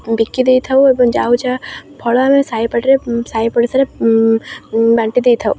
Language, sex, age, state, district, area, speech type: Odia, female, 18-30, Odisha, Jagatsinghpur, rural, spontaneous